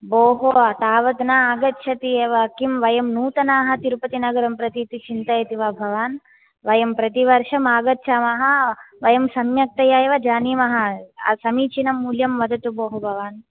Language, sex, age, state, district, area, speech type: Sanskrit, female, 18-30, Andhra Pradesh, Visakhapatnam, urban, conversation